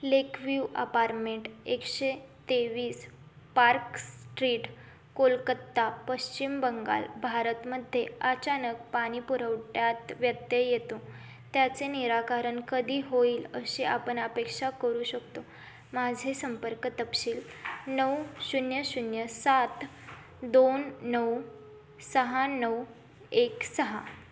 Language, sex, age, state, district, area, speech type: Marathi, female, 18-30, Maharashtra, Kolhapur, urban, read